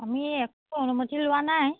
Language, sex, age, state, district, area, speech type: Assamese, female, 30-45, Assam, Biswanath, rural, conversation